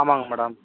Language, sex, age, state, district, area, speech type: Tamil, male, 18-30, Tamil Nadu, Ranipet, urban, conversation